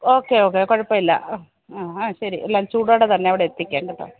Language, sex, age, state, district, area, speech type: Malayalam, female, 45-60, Kerala, Thiruvananthapuram, urban, conversation